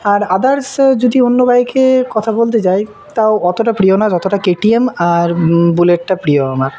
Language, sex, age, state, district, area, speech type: Bengali, male, 18-30, West Bengal, Murshidabad, urban, spontaneous